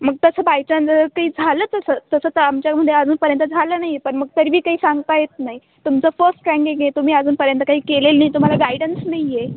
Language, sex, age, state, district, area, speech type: Marathi, female, 18-30, Maharashtra, Nashik, urban, conversation